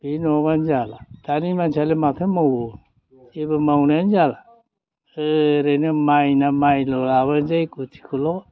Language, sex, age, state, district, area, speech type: Bodo, male, 60+, Assam, Udalguri, rural, spontaneous